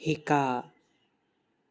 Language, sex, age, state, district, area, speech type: Assamese, male, 18-30, Assam, Charaideo, urban, read